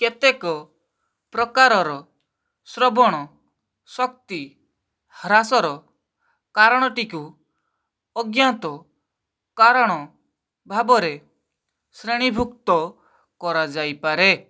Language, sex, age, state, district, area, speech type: Odia, male, 18-30, Odisha, Balasore, rural, read